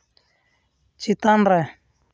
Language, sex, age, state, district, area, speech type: Santali, male, 18-30, West Bengal, Uttar Dinajpur, rural, read